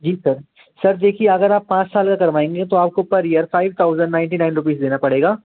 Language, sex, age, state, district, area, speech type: Hindi, male, 18-30, Madhya Pradesh, Jabalpur, urban, conversation